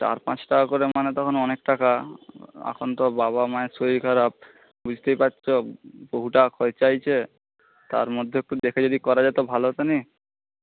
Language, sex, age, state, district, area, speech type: Bengali, male, 18-30, West Bengal, Jhargram, rural, conversation